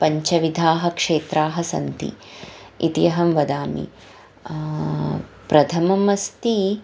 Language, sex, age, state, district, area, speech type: Sanskrit, female, 30-45, Karnataka, Bangalore Urban, urban, spontaneous